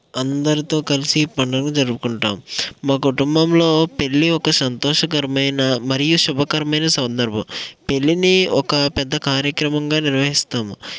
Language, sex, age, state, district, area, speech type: Telugu, male, 18-30, Andhra Pradesh, Konaseema, rural, spontaneous